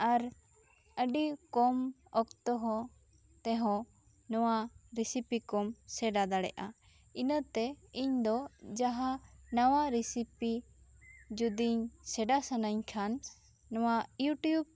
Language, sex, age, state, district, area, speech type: Santali, female, 18-30, West Bengal, Bankura, rural, spontaneous